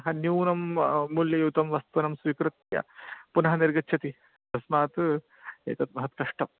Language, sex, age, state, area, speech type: Sanskrit, male, 30-45, Rajasthan, urban, conversation